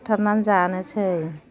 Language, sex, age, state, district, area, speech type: Bodo, female, 45-60, Assam, Chirang, rural, spontaneous